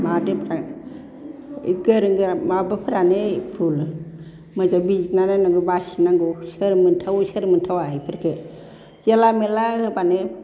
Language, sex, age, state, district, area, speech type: Bodo, female, 60+, Assam, Baksa, urban, spontaneous